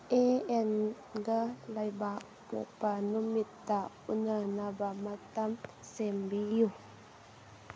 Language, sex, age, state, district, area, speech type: Manipuri, female, 18-30, Manipur, Kakching, rural, read